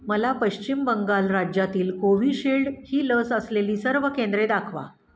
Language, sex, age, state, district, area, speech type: Marathi, female, 45-60, Maharashtra, Pune, urban, read